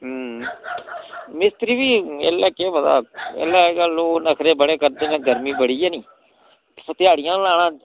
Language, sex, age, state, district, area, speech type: Dogri, male, 30-45, Jammu and Kashmir, Udhampur, rural, conversation